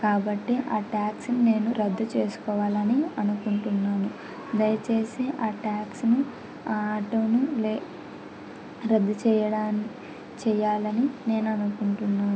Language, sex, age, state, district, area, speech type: Telugu, female, 18-30, Andhra Pradesh, Kurnool, rural, spontaneous